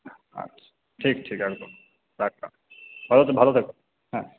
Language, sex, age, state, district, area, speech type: Bengali, male, 30-45, West Bengal, Paschim Bardhaman, urban, conversation